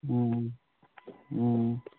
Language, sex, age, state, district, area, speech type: Manipuri, male, 30-45, Manipur, Thoubal, rural, conversation